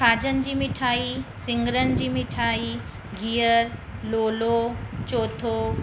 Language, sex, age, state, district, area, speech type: Sindhi, female, 30-45, Uttar Pradesh, Lucknow, rural, spontaneous